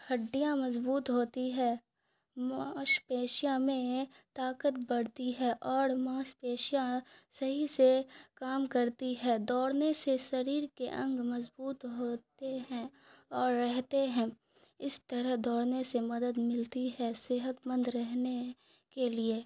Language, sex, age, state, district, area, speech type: Urdu, female, 18-30, Bihar, Khagaria, rural, spontaneous